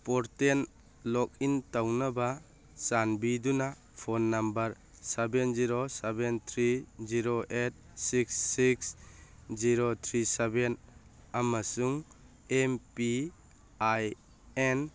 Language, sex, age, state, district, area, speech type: Manipuri, male, 45-60, Manipur, Churachandpur, rural, read